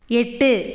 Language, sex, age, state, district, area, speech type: Tamil, female, 30-45, Tamil Nadu, Tirupattur, rural, read